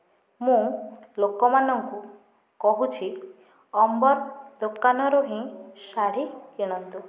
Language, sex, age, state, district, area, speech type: Odia, female, 18-30, Odisha, Nayagarh, rural, spontaneous